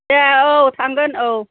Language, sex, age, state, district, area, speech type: Bodo, female, 60+, Assam, Kokrajhar, rural, conversation